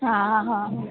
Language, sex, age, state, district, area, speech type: Marathi, female, 18-30, Maharashtra, Kolhapur, rural, conversation